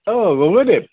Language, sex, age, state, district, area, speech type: Assamese, male, 60+, Assam, Lakhimpur, urban, conversation